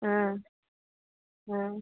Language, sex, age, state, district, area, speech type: Malayalam, female, 18-30, Kerala, Kasaragod, urban, conversation